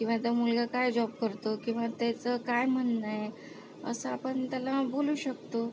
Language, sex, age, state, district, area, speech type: Marathi, female, 30-45, Maharashtra, Akola, rural, spontaneous